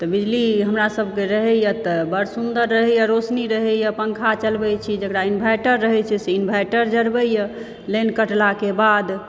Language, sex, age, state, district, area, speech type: Maithili, female, 60+, Bihar, Supaul, rural, spontaneous